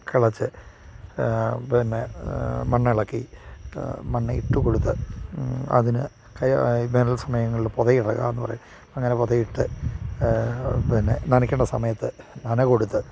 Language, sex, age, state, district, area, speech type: Malayalam, male, 45-60, Kerala, Idukki, rural, spontaneous